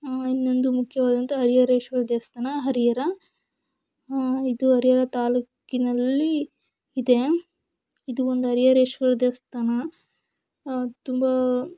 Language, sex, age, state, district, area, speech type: Kannada, female, 18-30, Karnataka, Davanagere, urban, spontaneous